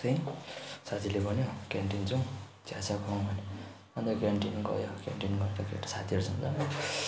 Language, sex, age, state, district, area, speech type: Nepali, male, 60+, West Bengal, Kalimpong, rural, spontaneous